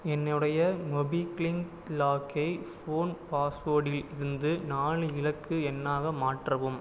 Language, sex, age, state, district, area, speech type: Tamil, male, 18-30, Tamil Nadu, Pudukkottai, rural, read